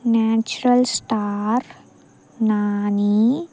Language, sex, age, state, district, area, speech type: Telugu, female, 18-30, Andhra Pradesh, Bapatla, rural, spontaneous